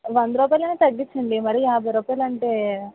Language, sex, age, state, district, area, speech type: Telugu, female, 45-60, Andhra Pradesh, N T Rama Rao, urban, conversation